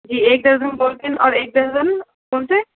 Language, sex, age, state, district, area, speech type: Urdu, female, 30-45, Uttar Pradesh, Gautam Buddha Nagar, rural, conversation